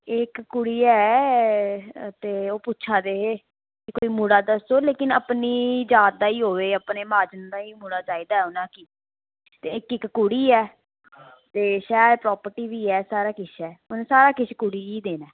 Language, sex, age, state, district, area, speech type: Dogri, female, 30-45, Jammu and Kashmir, Reasi, rural, conversation